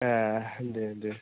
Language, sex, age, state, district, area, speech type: Bodo, male, 18-30, Assam, Baksa, rural, conversation